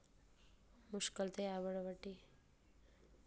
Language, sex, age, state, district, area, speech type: Dogri, female, 30-45, Jammu and Kashmir, Udhampur, rural, spontaneous